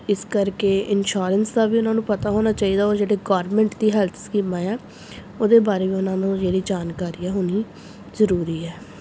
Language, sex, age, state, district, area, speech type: Punjabi, female, 18-30, Punjab, Gurdaspur, urban, spontaneous